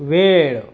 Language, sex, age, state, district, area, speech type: Marathi, male, 30-45, Maharashtra, Yavatmal, rural, read